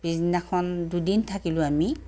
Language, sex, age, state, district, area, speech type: Assamese, female, 60+, Assam, Charaideo, urban, spontaneous